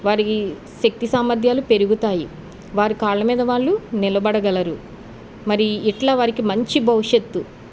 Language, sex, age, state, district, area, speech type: Telugu, female, 45-60, Andhra Pradesh, Eluru, urban, spontaneous